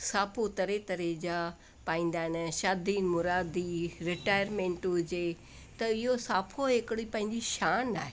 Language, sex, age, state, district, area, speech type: Sindhi, female, 60+, Rajasthan, Ajmer, urban, spontaneous